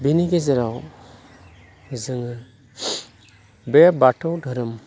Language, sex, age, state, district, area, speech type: Bodo, male, 45-60, Assam, Chirang, rural, spontaneous